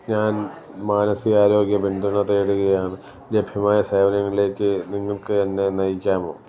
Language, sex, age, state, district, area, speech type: Malayalam, male, 45-60, Kerala, Alappuzha, rural, read